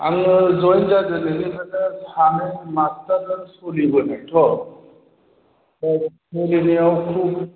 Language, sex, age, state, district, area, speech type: Bodo, male, 45-60, Assam, Chirang, urban, conversation